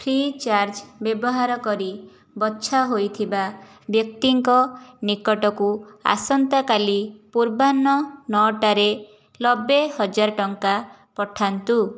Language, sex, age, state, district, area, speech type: Odia, female, 30-45, Odisha, Jajpur, rural, read